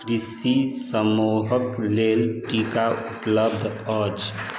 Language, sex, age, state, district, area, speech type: Maithili, male, 60+, Bihar, Madhubani, rural, read